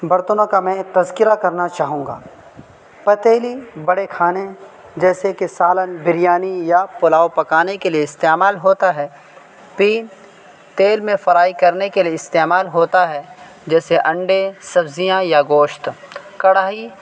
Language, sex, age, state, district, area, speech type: Urdu, male, 18-30, Uttar Pradesh, Saharanpur, urban, spontaneous